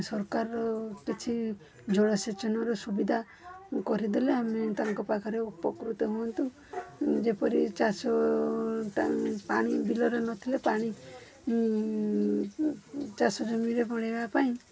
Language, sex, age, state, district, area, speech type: Odia, female, 45-60, Odisha, Balasore, rural, spontaneous